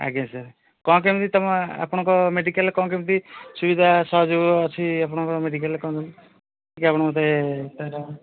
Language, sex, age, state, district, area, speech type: Odia, male, 45-60, Odisha, Sambalpur, rural, conversation